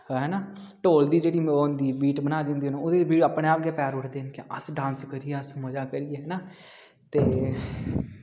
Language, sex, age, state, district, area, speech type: Dogri, male, 18-30, Jammu and Kashmir, Kathua, rural, spontaneous